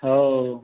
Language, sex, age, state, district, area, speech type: Marathi, male, 45-60, Maharashtra, Nagpur, urban, conversation